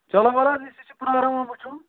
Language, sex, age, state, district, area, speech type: Kashmiri, male, 18-30, Jammu and Kashmir, Budgam, rural, conversation